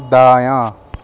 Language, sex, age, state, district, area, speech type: Urdu, male, 18-30, Delhi, Central Delhi, urban, read